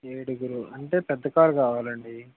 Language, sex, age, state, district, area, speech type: Telugu, male, 18-30, Andhra Pradesh, Srikakulam, urban, conversation